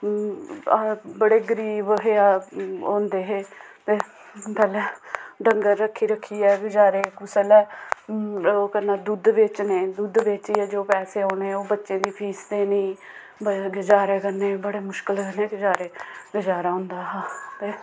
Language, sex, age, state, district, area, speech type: Dogri, female, 30-45, Jammu and Kashmir, Samba, rural, spontaneous